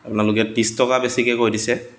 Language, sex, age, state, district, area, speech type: Assamese, male, 30-45, Assam, Dibrugarh, rural, spontaneous